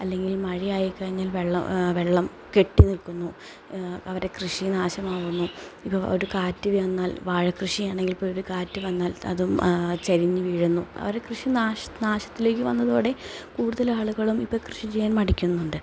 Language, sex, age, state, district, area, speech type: Malayalam, female, 18-30, Kerala, Palakkad, urban, spontaneous